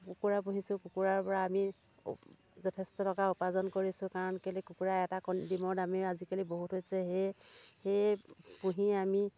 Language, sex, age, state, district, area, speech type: Assamese, female, 45-60, Assam, Dhemaji, rural, spontaneous